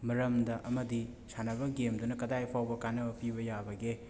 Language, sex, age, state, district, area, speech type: Manipuri, male, 30-45, Manipur, Imphal West, urban, spontaneous